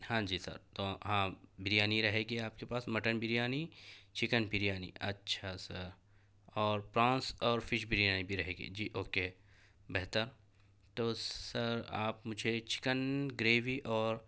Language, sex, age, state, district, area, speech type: Urdu, male, 45-60, Telangana, Hyderabad, urban, spontaneous